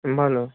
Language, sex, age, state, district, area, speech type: Bengali, male, 18-30, West Bengal, South 24 Parganas, rural, conversation